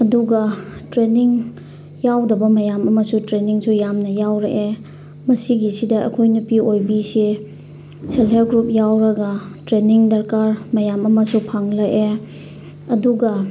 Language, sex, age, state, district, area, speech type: Manipuri, female, 30-45, Manipur, Chandel, rural, spontaneous